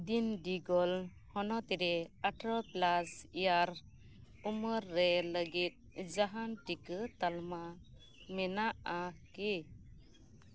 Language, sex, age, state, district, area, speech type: Santali, female, 30-45, West Bengal, Birbhum, rural, read